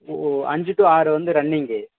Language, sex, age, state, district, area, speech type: Tamil, male, 30-45, Tamil Nadu, Dharmapuri, rural, conversation